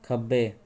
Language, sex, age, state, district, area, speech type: Punjabi, male, 18-30, Punjab, Shaheed Bhagat Singh Nagar, urban, read